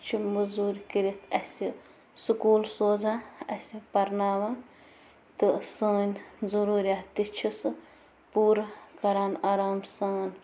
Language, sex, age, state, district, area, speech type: Kashmiri, female, 30-45, Jammu and Kashmir, Bandipora, rural, spontaneous